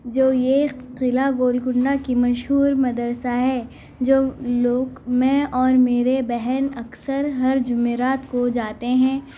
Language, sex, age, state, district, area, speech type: Urdu, female, 18-30, Telangana, Hyderabad, urban, spontaneous